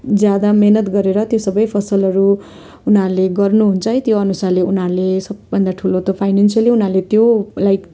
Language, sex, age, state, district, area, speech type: Nepali, female, 30-45, West Bengal, Darjeeling, rural, spontaneous